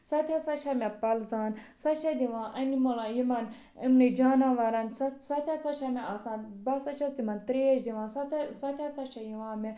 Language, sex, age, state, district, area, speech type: Kashmiri, other, 30-45, Jammu and Kashmir, Budgam, rural, spontaneous